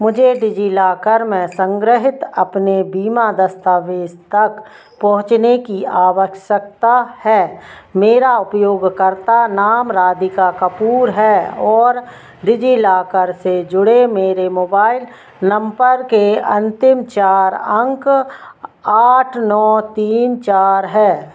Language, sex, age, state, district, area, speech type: Hindi, female, 45-60, Madhya Pradesh, Narsinghpur, rural, read